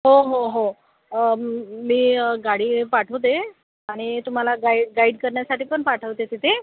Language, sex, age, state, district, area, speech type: Marathi, female, 60+, Maharashtra, Yavatmal, rural, conversation